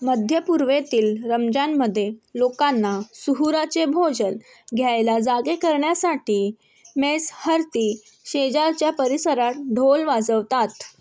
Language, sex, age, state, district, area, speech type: Marathi, female, 18-30, Maharashtra, Thane, urban, read